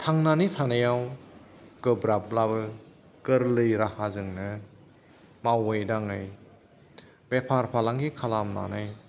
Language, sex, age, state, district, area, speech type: Bodo, male, 45-60, Assam, Kokrajhar, urban, spontaneous